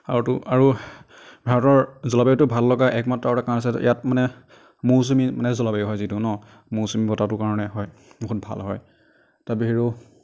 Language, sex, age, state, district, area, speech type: Assamese, male, 30-45, Assam, Darrang, rural, spontaneous